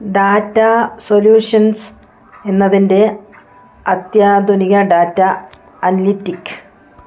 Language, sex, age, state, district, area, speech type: Malayalam, female, 45-60, Kerala, Wayanad, rural, read